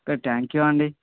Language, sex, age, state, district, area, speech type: Telugu, male, 18-30, Telangana, Mancherial, rural, conversation